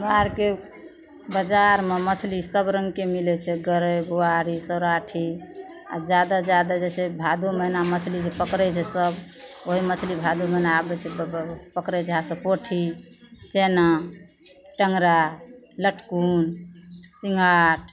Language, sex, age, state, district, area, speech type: Maithili, female, 45-60, Bihar, Madhepura, rural, spontaneous